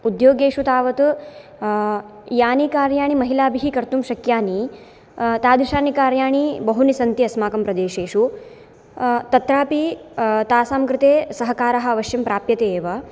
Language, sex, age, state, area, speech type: Sanskrit, female, 18-30, Gujarat, rural, spontaneous